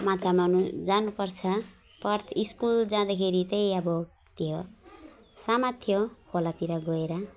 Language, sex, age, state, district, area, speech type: Nepali, female, 45-60, West Bengal, Alipurduar, urban, spontaneous